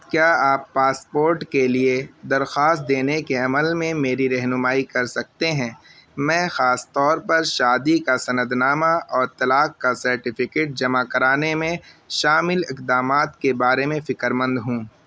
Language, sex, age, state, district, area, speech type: Urdu, male, 18-30, Uttar Pradesh, Siddharthnagar, rural, read